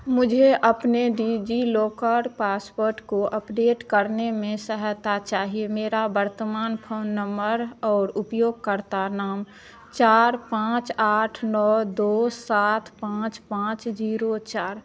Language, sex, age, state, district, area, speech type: Hindi, female, 60+, Bihar, Madhepura, urban, read